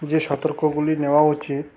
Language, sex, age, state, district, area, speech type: Bengali, male, 18-30, West Bengal, Uttar Dinajpur, urban, spontaneous